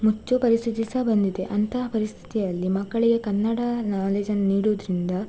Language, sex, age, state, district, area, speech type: Kannada, female, 18-30, Karnataka, Dakshina Kannada, rural, spontaneous